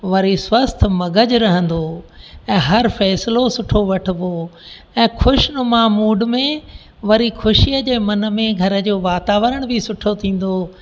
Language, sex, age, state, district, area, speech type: Sindhi, female, 60+, Rajasthan, Ajmer, urban, spontaneous